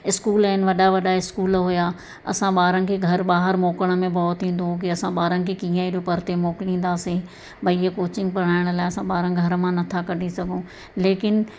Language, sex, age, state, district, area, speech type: Sindhi, female, 45-60, Madhya Pradesh, Katni, urban, spontaneous